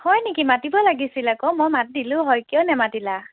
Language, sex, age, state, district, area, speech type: Assamese, female, 30-45, Assam, Biswanath, rural, conversation